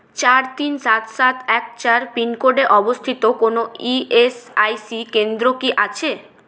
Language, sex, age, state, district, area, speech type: Bengali, female, 30-45, West Bengal, Purulia, urban, read